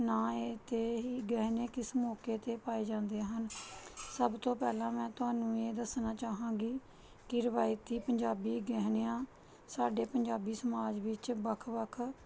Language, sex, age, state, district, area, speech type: Punjabi, female, 30-45, Punjab, Pathankot, rural, spontaneous